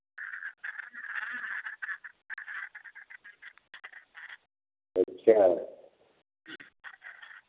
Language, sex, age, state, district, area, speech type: Hindi, male, 60+, Uttar Pradesh, Varanasi, rural, conversation